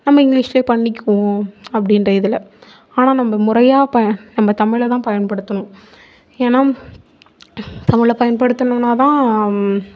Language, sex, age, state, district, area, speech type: Tamil, female, 18-30, Tamil Nadu, Mayiladuthurai, urban, spontaneous